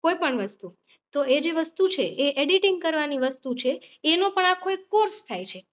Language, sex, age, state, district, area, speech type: Gujarati, female, 30-45, Gujarat, Rajkot, urban, spontaneous